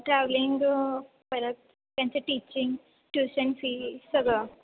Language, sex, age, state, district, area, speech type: Marathi, female, 18-30, Maharashtra, Kolhapur, urban, conversation